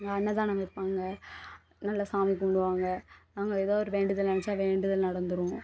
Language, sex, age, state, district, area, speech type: Tamil, female, 18-30, Tamil Nadu, Thoothukudi, urban, spontaneous